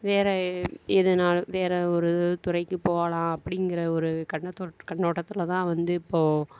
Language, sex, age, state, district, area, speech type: Tamil, female, 45-60, Tamil Nadu, Mayiladuthurai, urban, spontaneous